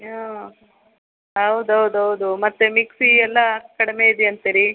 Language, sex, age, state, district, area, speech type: Kannada, female, 45-60, Karnataka, Chitradurga, urban, conversation